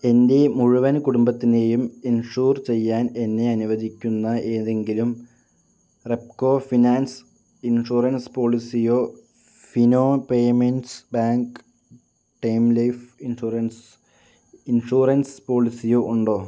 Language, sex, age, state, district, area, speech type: Malayalam, male, 30-45, Kerala, Palakkad, rural, read